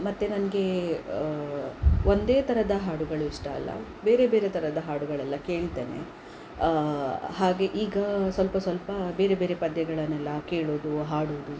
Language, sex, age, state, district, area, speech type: Kannada, female, 30-45, Karnataka, Udupi, rural, spontaneous